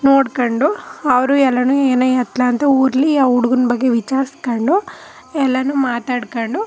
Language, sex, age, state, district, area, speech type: Kannada, female, 18-30, Karnataka, Chamarajanagar, rural, spontaneous